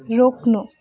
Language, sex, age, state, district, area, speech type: Nepali, female, 18-30, West Bengal, Alipurduar, rural, read